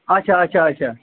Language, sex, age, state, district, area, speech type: Kashmiri, male, 30-45, Jammu and Kashmir, Budgam, rural, conversation